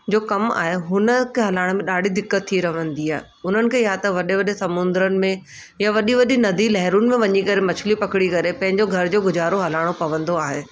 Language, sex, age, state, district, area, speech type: Sindhi, female, 30-45, Delhi, South Delhi, urban, spontaneous